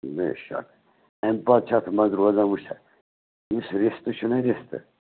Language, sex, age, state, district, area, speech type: Kashmiri, male, 18-30, Jammu and Kashmir, Bandipora, rural, conversation